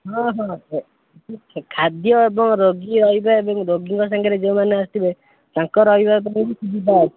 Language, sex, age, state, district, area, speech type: Odia, male, 18-30, Odisha, Kendrapara, urban, conversation